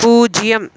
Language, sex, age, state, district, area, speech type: Tamil, female, 30-45, Tamil Nadu, Chennai, urban, read